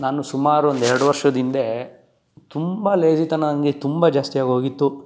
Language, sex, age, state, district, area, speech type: Kannada, male, 18-30, Karnataka, Tumkur, urban, spontaneous